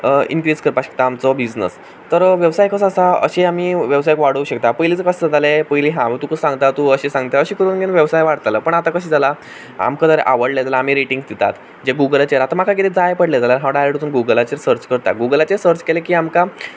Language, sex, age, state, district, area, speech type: Goan Konkani, male, 18-30, Goa, Quepem, rural, spontaneous